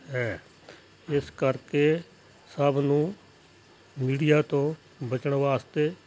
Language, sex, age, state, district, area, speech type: Punjabi, male, 60+, Punjab, Hoshiarpur, rural, spontaneous